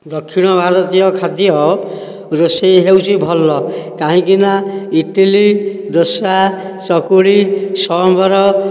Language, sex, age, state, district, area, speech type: Odia, male, 60+, Odisha, Nayagarh, rural, spontaneous